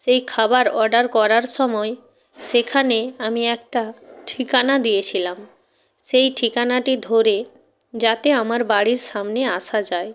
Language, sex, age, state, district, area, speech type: Bengali, female, 45-60, West Bengal, Purba Medinipur, rural, spontaneous